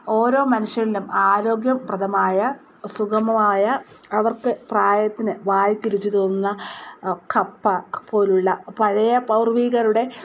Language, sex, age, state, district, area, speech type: Malayalam, female, 30-45, Kerala, Wayanad, rural, spontaneous